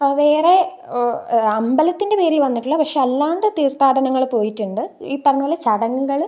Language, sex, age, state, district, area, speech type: Malayalam, female, 18-30, Kerala, Pathanamthitta, rural, spontaneous